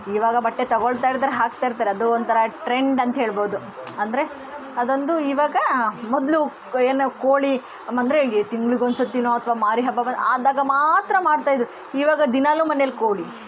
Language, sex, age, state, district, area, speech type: Kannada, female, 30-45, Karnataka, Udupi, rural, spontaneous